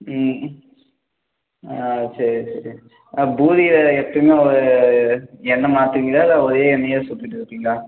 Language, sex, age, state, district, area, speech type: Tamil, male, 18-30, Tamil Nadu, Namakkal, rural, conversation